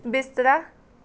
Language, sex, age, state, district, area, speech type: Punjabi, female, 18-30, Punjab, Gurdaspur, rural, read